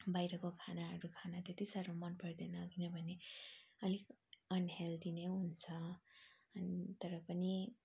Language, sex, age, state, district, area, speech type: Nepali, female, 30-45, West Bengal, Darjeeling, rural, spontaneous